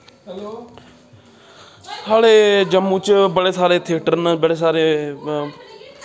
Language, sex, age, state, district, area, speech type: Dogri, male, 18-30, Jammu and Kashmir, Samba, rural, spontaneous